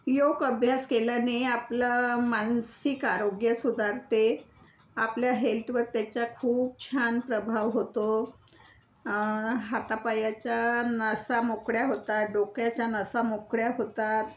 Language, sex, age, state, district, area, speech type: Marathi, female, 60+, Maharashtra, Nagpur, urban, spontaneous